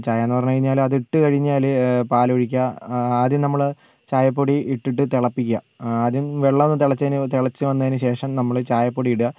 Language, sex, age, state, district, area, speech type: Malayalam, male, 45-60, Kerala, Wayanad, rural, spontaneous